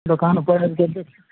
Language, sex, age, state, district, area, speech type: Maithili, male, 45-60, Bihar, Madhubani, rural, conversation